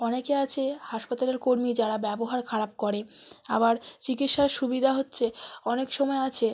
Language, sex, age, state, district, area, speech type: Bengali, female, 18-30, West Bengal, South 24 Parganas, rural, spontaneous